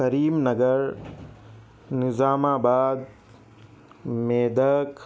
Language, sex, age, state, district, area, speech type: Urdu, male, 30-45, Telangana, Hyderabad, urban, spontaneous